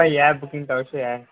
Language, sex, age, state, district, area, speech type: Manipuri, male, 18-30, Manipur, Senapati, rural, conversation